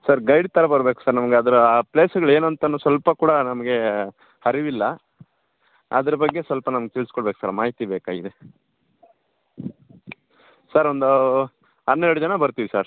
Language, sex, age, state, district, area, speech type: Kannada, male, 30-45, Karnataka, Kolar, rural, conversation